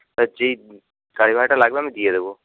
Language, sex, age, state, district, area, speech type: Bengali, male, 60+, West Bengal, Jhargram, rural, conversation